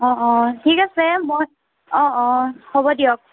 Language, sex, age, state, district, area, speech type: Assamese, female, 18-30, Assam, Tinsukia, urban, conversation